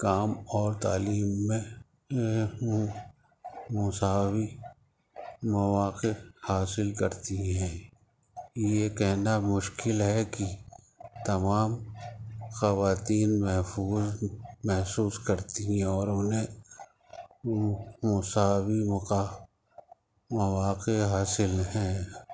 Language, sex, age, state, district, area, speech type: Urdu, male, 45-60, Uttar Pradesh, Rampur, urban, spontaneous